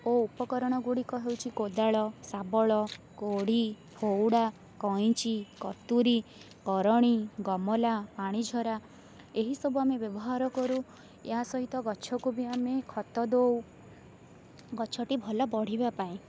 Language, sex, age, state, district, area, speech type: Odia, female, 18-30, Odisha, Rayagada, rural, spontaneous